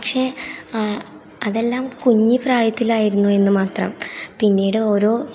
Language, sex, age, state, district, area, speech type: Malayalam, female, 18-30, Kerala, Thrissur, rural, spontaneous